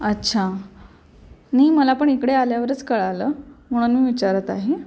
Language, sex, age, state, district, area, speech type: Marathi, female, 18-30, Maharashtra, Pune, urban, spontaneous